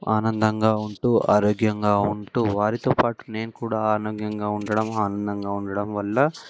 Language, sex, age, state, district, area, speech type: Telugu, male, 18-30, Telangana, Ranga Reddy, urban, spontaneous